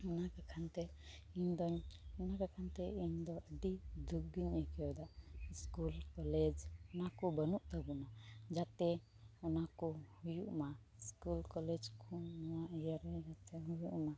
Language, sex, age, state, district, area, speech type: Santali, female, 18-30, West Bengal, Uttar Dinajpur, rural, spontaneous